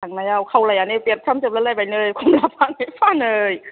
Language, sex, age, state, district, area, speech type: Bodo, female, 45-60, Assam, Kokrajhar, urban, conversation